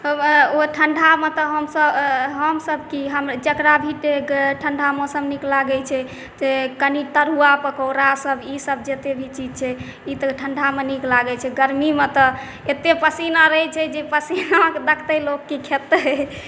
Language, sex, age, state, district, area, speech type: Maithili, female, 18-30, Bihar, Saharsa, rural, spontaneous